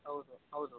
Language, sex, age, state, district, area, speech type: Kannada, male, 30-45, Karnataka, Bangalore Rural, urban, conversation